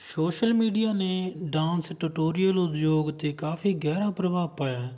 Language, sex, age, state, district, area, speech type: Punjabi, male, 30-45, Punjab, Barnala, rural, spontaneous